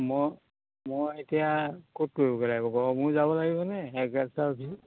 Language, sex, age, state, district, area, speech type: Assamese, male, 60+, Assam, Majuli, urban, conversation